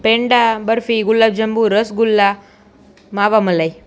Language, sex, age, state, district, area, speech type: Gujarati, female, 18-30, Gujarat, Junagadh, urban, spontaneous